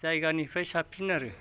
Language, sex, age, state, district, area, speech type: Bodo, male, 45-60, Assam, Kokrajhar, urban, spontaneous